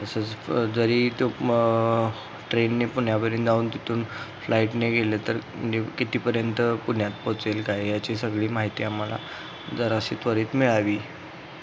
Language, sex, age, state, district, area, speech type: Marathi, male, 18-30, Maharashtra, Kolhapur, urban, spontaneous